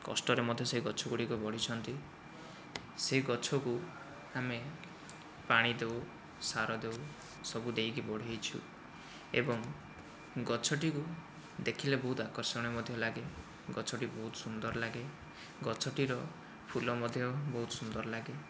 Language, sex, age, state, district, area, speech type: Odia, male, 45-60, Odisha, Kandhamal, rural, spontaneous